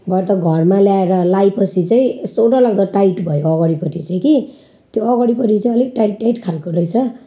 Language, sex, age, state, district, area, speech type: Nepali, female, 30-45, West Bengal, Jalpaiguri, rural, spontaneous